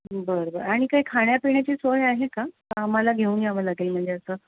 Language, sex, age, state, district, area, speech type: Marathi, female, 45-60, Maharashtra, Thane, rural, conversation